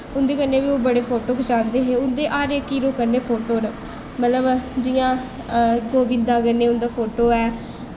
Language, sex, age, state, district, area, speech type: Dogri, female, 18-30, Jammu and Kashmir, Reasi, rural, spontaneous